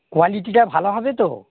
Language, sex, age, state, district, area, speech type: Bengali, male, 60+, West Bengal, North 24 Parganas, urban, conversation